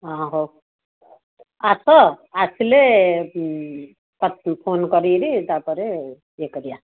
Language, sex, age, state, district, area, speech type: Odia, female, 60+, Odisha, Gajapati, rural, conversation